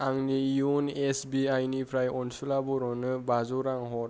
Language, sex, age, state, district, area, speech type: Bodo, male, 30-45, Assam, Kokrajhar, urban, read